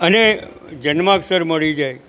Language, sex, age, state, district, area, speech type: Gujarati, male, 60+, Gujarat, Junagadh, rural, spontaneous